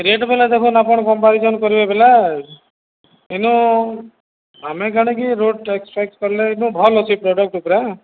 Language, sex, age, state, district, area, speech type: Odia, male, 45-60, Odisha, Nuapada, urban, conversation